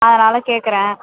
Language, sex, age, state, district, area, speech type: Tamil, female, 18-30, Tamil Nadu, Tiruvannamalai, rural, conversation